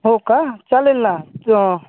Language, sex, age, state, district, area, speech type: Marathi, male, 30-45, Maharashtra, Washim, urban, conversation